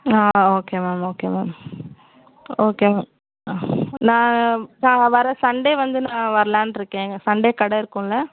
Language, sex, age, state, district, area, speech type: Tamil, female, 30-45, Tamil Nadu, Madurai, urban, conversation